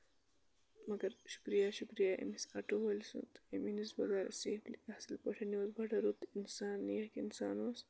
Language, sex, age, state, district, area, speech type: Kashmiri, male, 18-30, Jammu and Kashmir, Kulgam, rural, spontaneous